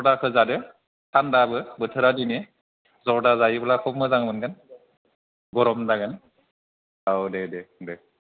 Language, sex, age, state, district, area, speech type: Bodo, male, 30-45, Assam, Kokrajhar, rural, conversation